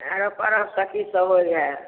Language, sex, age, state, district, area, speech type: Maithili, female, 60+, Bihar, Samastipur, rural, conversation